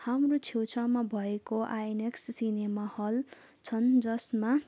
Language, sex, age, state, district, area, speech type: Nepali, female, 18-30, West Bengal, Darjeeling, rural, spontaneous